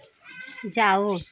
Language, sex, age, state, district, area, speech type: Hindi, female, 30-45, Uttar Pradesh, Prayagraj, rural, read